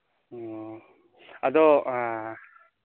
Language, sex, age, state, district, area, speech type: Manipuri, male, 18-30, Manipur, Churachandpur, rural, conversation